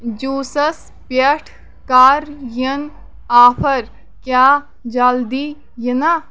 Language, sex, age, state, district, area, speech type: Kashmiri, female, 18-30, Jammu and Kashmir, Kulgam, rural, read